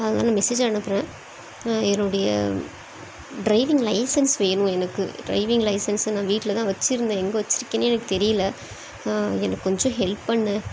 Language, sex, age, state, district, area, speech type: Tamil, female, 30-45, Tamil Nadu, Chennai, urban, spontaneous